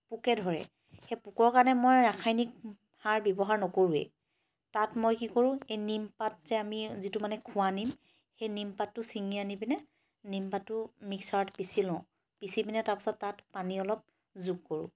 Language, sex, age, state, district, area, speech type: Assamese, female, 30-45, Assam, Charaideo, urban, spontaneous